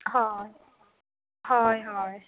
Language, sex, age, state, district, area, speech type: Goan Konkani, female, 18-30, Goa, Bardez, urban, conversation